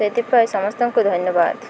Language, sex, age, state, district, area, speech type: Odia, female, 18-30, Odisha, Malkangiri, urban, spontaneous